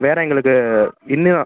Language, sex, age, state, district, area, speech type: Tamil, male, 18-30, Tamil Nadu, Sivaganga, rural, conversation